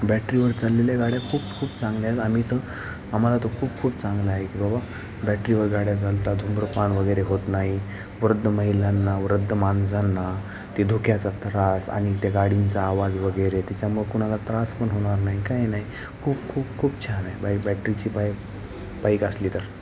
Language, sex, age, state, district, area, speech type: Marathi, male, 18-30, Maharashtra, Nanded, urban, spontaneous